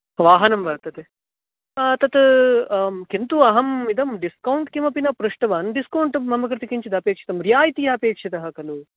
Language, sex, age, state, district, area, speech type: Sanskrit, male, 18-30, Karnataka, Dakshina Kannada, urban, conversation